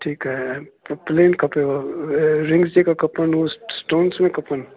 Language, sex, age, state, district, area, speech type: Sindhi, male, 60+, Delhi, South Delhi, urban, conversation